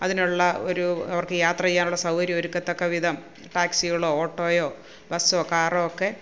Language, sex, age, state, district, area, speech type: Malayalam, female, 45-60, Kerala, Kollam, rural, spontaneous